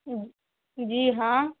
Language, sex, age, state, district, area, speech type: Urdu, female, 18-30, Bihar, Saharsa, rural, conversation